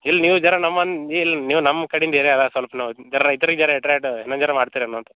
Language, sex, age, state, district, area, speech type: Kannada, male, 18-30, Karnataka, Gulbarga, rural, conversation